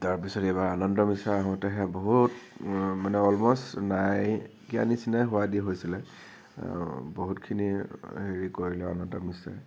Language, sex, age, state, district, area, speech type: Assamese, male, 18-30, Assam, Nagaon, rural, spontaneous